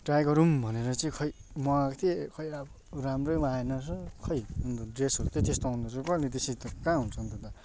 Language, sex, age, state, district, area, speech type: Nepali, male, 18-30, West Bengal, Darjeeling, urban, spontaneous